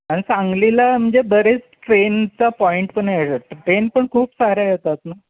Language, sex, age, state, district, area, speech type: Marathi, male, 30-45, Maharashtra, Sangli, urban, conversation